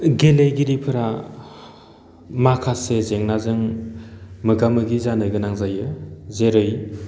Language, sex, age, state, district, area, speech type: Bodo, male, 30-45, Assam, Baksa, urban, spontaneous